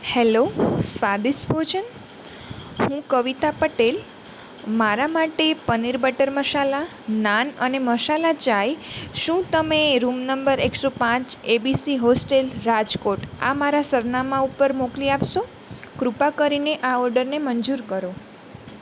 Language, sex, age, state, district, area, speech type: Gujarati, female, 18-30, Gujarat, Junagadh, urban, spontaneous